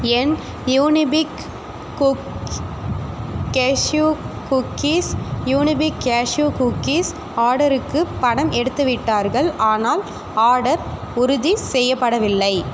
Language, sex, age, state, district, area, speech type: Tamil, female, 18-30, Tamil Nadu, Perambalur, urban, read